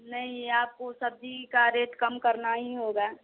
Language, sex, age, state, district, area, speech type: Hindi, female, 18-30, Bihar, Vaishali, rural, conversation